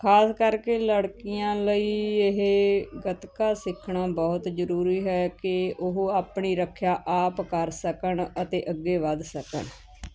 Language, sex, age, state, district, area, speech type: Punjabi, female, 30-45, Punjab, Moga, rural, spontaneous